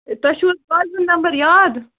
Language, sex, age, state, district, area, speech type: Kashmiri, other, 18-30, Jammu and Kashmir, Bandipora, rural, conversation